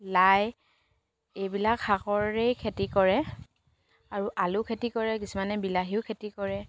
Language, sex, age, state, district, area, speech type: Assamese, female, 45-60, Assam, Dibrugarh, rural, spontaneous